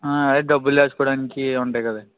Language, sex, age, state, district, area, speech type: Telugu, male, 18-30, Andhra Pradesh, Eluru, rural, conversation